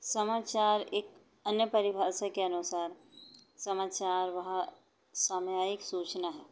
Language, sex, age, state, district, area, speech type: Hindi, female, 30-45, Madhya Pradesh, Chhindwara, urban, spontaneous